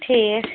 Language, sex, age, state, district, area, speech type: Kashmiri, female, 18-30, Jammu and Kashmir, Srinagar, rural, conversation